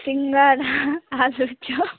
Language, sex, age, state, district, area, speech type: Nepali, female, 18-30, West Bengal, Alipurduar, urban, conversation